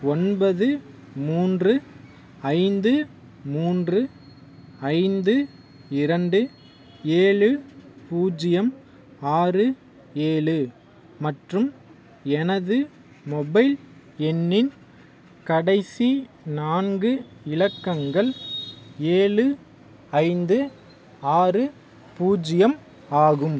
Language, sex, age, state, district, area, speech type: Tamil, male, 18-30, Tamil Nadu, Madurai, rural, read